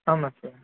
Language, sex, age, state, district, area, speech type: Tamil, male, 18-30, Tamil Nadu, Viluppuram, urban, conversation